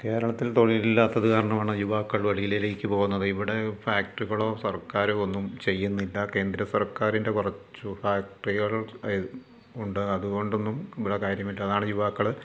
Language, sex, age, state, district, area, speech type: Malayalam, male, 45-60, Kerala, Malappuram, rural, spontaneous